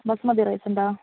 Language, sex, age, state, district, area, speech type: Malayalam, female, 30-45, Kerala, Palakkad, urban, conversation